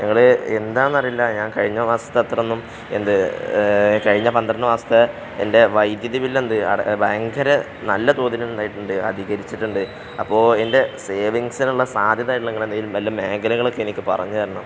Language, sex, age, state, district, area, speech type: Malayalam, male, 18-30, Kerala, Palakkad, rural, spontaneous